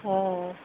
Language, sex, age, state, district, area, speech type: Odia, female, 30-45, Odisha, Kendrapara, urban, conversation